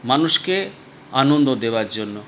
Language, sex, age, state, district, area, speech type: Bengali, male, 60+, West Bengal, Paschim Bardhaman, urban, spontaneous